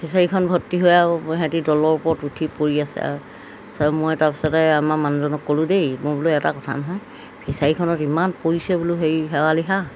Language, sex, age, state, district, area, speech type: Assamese, female, 60+, Assam, Golaghat, urban, spontaneous